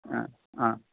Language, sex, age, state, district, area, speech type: Assamese, male, 45-60, Assam, Dhemaji, urban, conversation